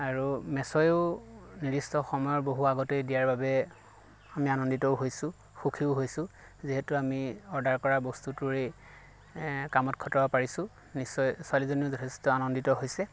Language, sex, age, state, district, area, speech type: Assamese, male, 30-45, Assam, Lakhimpur, rural, spontaneous